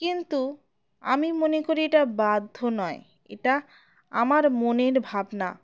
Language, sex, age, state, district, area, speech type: Bengali, female, 18-30, West Bengal, Birbhum, urban, spontaneous